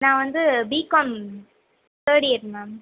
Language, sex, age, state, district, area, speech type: Tamil, female, 18-30, Tamil Nadu, Sivaganga, rural, conversation